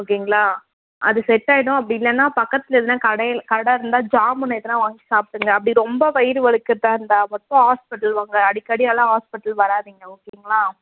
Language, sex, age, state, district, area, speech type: Tamil, female, 18-30, Tamil Nadu, Tirupattur, rural, conversation